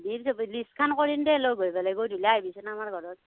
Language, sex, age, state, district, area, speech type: Assamese, female, 30-45, Assam, Darrang, rural, conversation